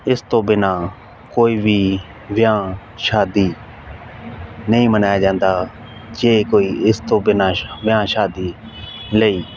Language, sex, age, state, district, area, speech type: Punjabi, male, 30-45, Punjab, Fazilka, rural, spontaneous